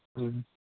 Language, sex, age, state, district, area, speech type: Manipuri, male, 18-30, Manipur, Kangpokpi, urban, conversation